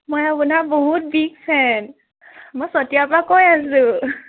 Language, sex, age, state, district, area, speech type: Assamese, female, 30-45, Assam, Biswanath, rural, conversation